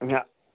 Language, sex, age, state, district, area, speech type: Odia, male, 60+, Odisha, Balasore, rural, conversation